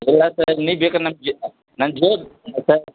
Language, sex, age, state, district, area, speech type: Kannada, male, 30-45, Karnataka, Belgaum, rural, conversation